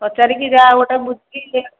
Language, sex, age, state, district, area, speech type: Odia, female, 30-45, Odisha, Khordha, rural, conversation